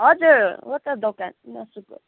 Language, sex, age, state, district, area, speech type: Nepali, female, 45-60, West Bengal, Kalimpong, rural, conversation